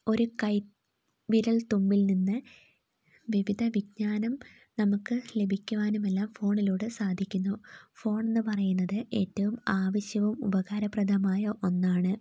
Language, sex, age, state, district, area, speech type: Malayalam, female, 18-30, Kerala, Wayanad, rural, spontaneous